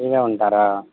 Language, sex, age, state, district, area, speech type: Telugu, male, 18-30, Telangana, Khammam, urban, conversation